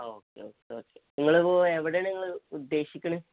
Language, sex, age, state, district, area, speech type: Malayalam, male, 18-30, Kerala, Malappuram, rural, conversation